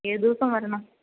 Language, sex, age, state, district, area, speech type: Malayalam, female, 30-45, Kerala, Pathanamthitta, rural, conversation